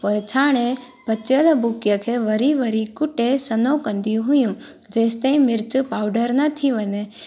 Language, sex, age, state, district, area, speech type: Sindhi, female, 18-30, Gujarat, Junagadh, rural, spontaneous